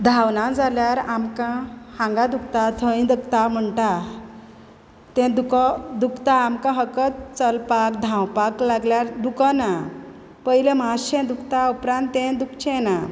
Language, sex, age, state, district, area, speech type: Goan Konkani, female, 30-45, Goa, Quepem, rural, spontaneous